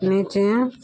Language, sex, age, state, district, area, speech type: Hindi, female, 60+, Bihar, Madhepura, rural, read